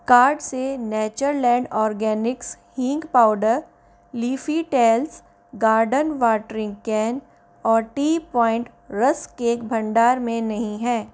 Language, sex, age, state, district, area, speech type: Hindi, female, 45-60, Rajasthan, Jaipur, urban, read